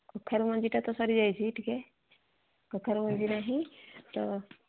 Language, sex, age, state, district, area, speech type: Odia, female, 60+, Odisha, Jharsuguda, rural, conversation